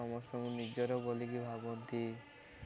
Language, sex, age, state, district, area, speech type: Odia, male, 18-30, Odisha, Koraput, urban, spontaneous